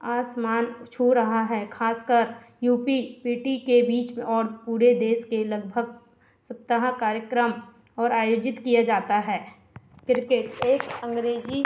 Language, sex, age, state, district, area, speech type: Hindi, female, 18-30, Madhya Pradesh, Chhindwara, urban, spontaneous